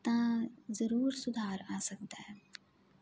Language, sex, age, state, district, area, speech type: Punjabi, female, 30-45, Punjab, Jalandhar, urban, spontaneous